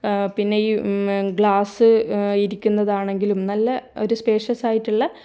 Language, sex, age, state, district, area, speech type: Malayalam, female, 18-30, Kerala, Kannur, rural, spontaneous